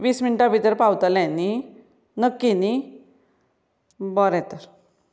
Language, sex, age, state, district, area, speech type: Goan Konkani, female, 45-60, Goa, Ponda, rural, spontaneous